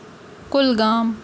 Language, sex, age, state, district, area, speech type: Kashmiri, female, 18-30, Jammu and Kashmir, Kupwara, urban, spontaneous